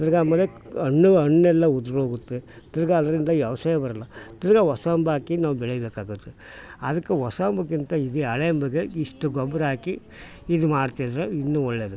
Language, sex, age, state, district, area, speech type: Kannada, male, 60+, Karnataka, Mysore, urban, spontaneous